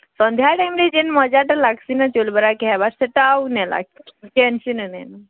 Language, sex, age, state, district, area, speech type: Odia, female, 18-30, Odisha, Bargarh, urban, conversation